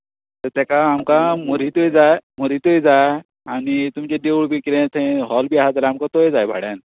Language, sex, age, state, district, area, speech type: Goan Konkani, male, 60+, Goa, Bardez, rural, conversation